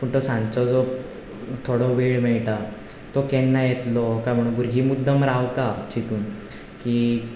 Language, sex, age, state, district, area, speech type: Goan Konkani, male, 18-30, Goa, Ponda, rural, spontaneous